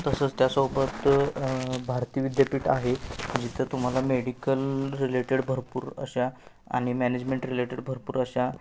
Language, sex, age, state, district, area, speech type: Marathi, male, 18-30, Maharashtra, Sangli, urban, spontaneous